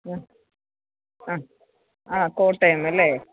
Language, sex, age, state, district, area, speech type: Malayalam, female, 30-45, Kerala, Kollam, rural, conversation